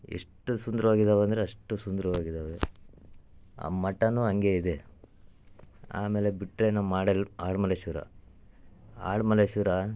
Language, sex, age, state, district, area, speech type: Kannada, male, 30-45, Karnataka, Chitradurga, rural, spontaneous